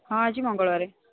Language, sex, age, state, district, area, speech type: Odia, female, 45-60, Odisha, Angul, rural, conversation